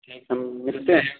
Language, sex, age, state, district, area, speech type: Hindi, male, 45-60, Uttar Pradesh, Ayodhya, rural, conversation